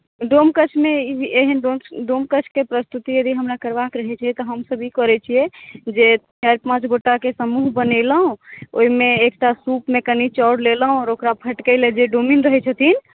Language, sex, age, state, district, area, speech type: Maithili, female, 30-45, Bihar, Madhubani, rural, conversation